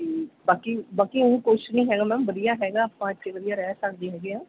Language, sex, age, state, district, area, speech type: Punjabi, female, 30-45, Punjab, Mansa, urban, conversation